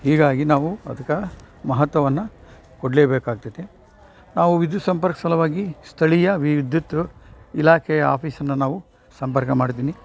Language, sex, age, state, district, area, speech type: Kannada, male, 60+, Karnataka, Dharwad, rural, spontaneous